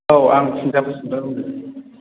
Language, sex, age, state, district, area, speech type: Bodo, male, 18-30, Assam, Chirang, rural, conversation